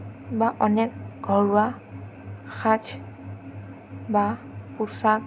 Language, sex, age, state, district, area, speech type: Assamese, female, 18-30, Assam, Sonitpur, rural, spontaneous